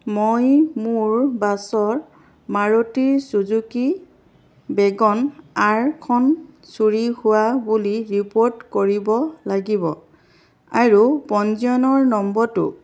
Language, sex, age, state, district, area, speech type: Assamese, female, 30-45, Assam, Charaideo, rural, read